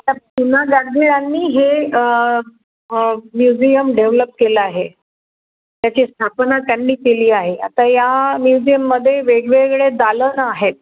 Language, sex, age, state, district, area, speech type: Marathi, female, 60+, Maharashtra, Pune, urban, conversation